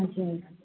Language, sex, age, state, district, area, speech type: Nepali, female, 30-45, West Bengal, Kalimpong, rural, conversation